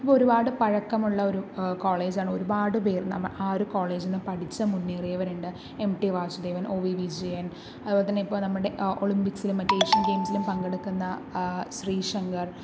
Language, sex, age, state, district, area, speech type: Malayalam, female, 45-60, Kerala, Palakkad, rural, spontaneous